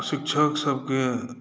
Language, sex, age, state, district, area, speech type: Maithili, male, 60+, Bihar, Saharsa, urban, spontaneous